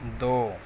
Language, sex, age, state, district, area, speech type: Urdu, male, 30-45, Uttar Pradesh, Gautam Buddha Nagar, urban, read